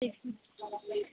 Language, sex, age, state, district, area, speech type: Hindi, female, 30-45, Uttar Pradesh, Sonbhadra, rural, conversation